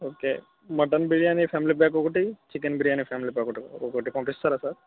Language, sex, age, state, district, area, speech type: Telugu, male, 18-30, Telangana, Khammam, urban, conversation